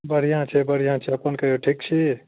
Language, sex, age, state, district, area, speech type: Maithili, male, 30-45, Bihar, Darbhanga, urban, conversation